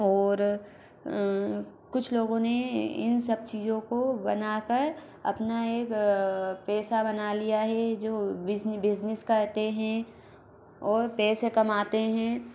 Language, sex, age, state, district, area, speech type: Hindi, female, 18-30, Madhya Pradesh, Bhopal, urban, spontaneous